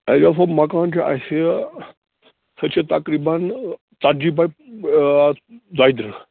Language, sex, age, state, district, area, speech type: Kashmiri, male, 45-60, Jammu and Kashmir, Bandipora, rural, conversation